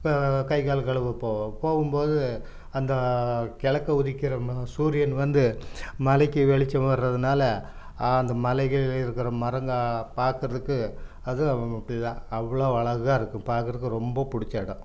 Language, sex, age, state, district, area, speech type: Tamil, male, 60+, Tamil Nadu, Coimbatore, urban, spontaneous